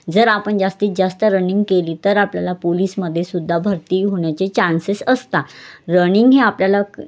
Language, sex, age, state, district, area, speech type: Marathi, female, 30-45, Maharashtra, Wardha, rural, spontaneous